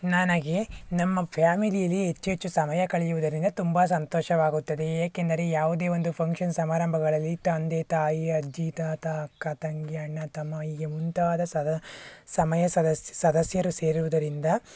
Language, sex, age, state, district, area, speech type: Kannada, male, 45-60, Karnataka, Tumkur, rural, spontaneous